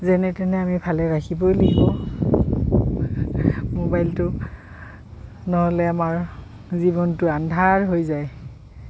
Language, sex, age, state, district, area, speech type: Assamese, female, 45-60, Assam, Goalpara, urban, spontaneous